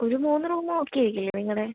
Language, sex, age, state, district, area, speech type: Malayalam, female, 30-45, Kerala, Thrissur, rural, conversation